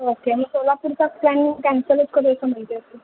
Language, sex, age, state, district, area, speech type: Marathi, female, 18-30, Maharashtra, Solapur, urban, conversation